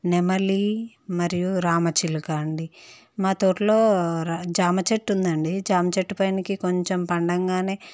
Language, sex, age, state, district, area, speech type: Telugu, female, 30-45, Andhra Pradesh, Visakhapatnam, urban, spontaneous